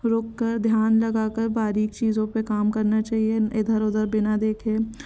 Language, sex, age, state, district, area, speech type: Hindi, female, 18-30, Madhya Pradesh, Jabalpur, urban, spontaneous